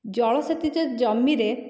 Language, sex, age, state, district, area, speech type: Odia, female, 45-60, Odisha, Dhenkanal, rural, spontaneous